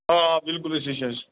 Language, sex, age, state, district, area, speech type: Kashmiri, male, 45-60, Jammu and Kashmir, Bandipora, rural, conversation